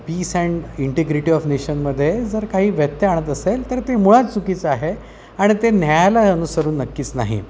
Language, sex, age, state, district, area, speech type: Marathi, male, 30-45, Maharashtra, Yavatmal, urban, spontaneous